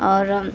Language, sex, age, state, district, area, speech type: Hindi, female, 45-60, Uttar Pradesh, Mirzapur, urban, spontaneous